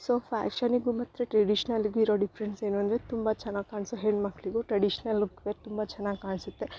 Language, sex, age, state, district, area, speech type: Kannada, female, 18-30, Karnataka, Chikkamagaluru, rural, spontaneous